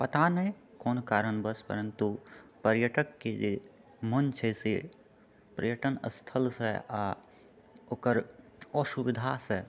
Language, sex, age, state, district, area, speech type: Maithili, male, 30-45, Bihar, Purnia, rural, spontaneous